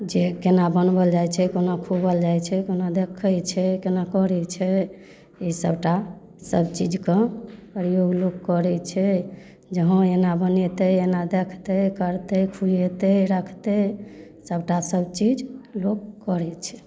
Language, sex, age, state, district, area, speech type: Maithili, female, 45-60, Bihar, Darbhanga, urban, spontaneous